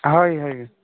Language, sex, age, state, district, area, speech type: Odia, male, 45-60, Odisha, Nabarangpur, rural, conversation